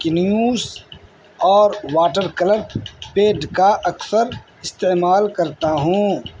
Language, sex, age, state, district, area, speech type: Urdu, male, 60+, Bihar, Madhubani, rural, spontaneous